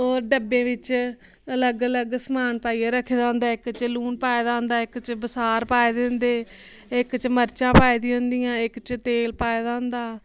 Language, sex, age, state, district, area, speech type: Dogri, female, 18-30, Jammu and Kashmir, Samba, rural, spontaneous